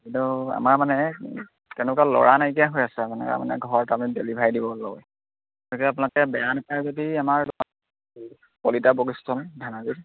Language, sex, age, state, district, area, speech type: Assamese, male, 18-30, Assam, Dhemaji, urban, conversation